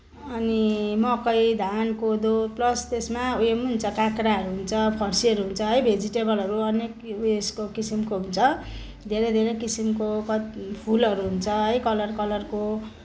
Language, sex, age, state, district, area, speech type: Nepali, female, 30-45, West Bengal, Kalimpong, rural, spontaneous